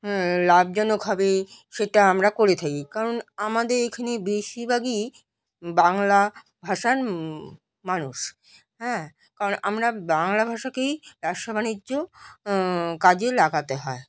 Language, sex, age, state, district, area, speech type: Bengali, female, 45-60, West Bengal, Alipurduar, rural, spontaneous